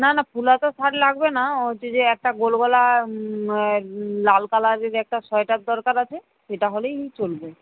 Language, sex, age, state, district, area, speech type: Bengali, female, 60+, West Bengal, Purba Medinipur, rural, conversation